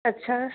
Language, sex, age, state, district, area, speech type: Hindi, female, 18-30, Bihar, Muzaffarpur, urban, conversation